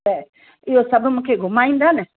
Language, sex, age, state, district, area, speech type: Sindhi, female, 60+, Gujarat, Kutch, rural, conversation